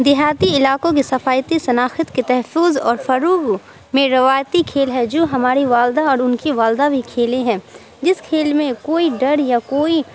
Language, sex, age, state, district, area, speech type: Urdu, female, 30-45, Bihar, Supaul, rural, spontaneous